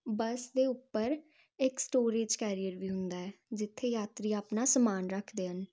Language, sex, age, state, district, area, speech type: Punjabi, female, 18-30, Punjab, Jalandhar, urban, spontaneous